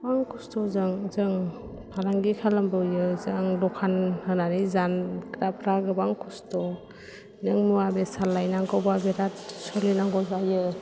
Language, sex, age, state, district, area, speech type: Bodo, female, 30-45, Assam, Chirang, urban, spontaneous